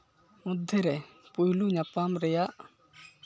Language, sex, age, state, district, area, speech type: Santali, male, 18-30, West Bengal, Malda, rural, spontaneous